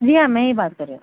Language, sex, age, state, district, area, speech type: Urdu, female, 30-45, Telangana, Hyderabad, urban, conversation